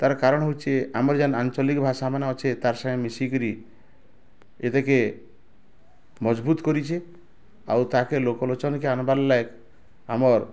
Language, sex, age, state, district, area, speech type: Odia, male, 45-60, Odisha, Bargarh, rural, spontaneous